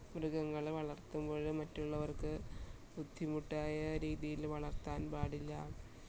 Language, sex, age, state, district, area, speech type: Malayalam, female, 45-60, Kerala, Alappuzha, rural, spontaneous